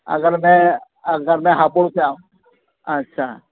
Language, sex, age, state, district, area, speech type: Urdu, male, 45-60, Delhi, East Delhi, urban, conversation